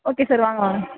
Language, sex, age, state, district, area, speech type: Tamil, female, 18-30, Tamil Nadu, Tiruvarur, rural, conversation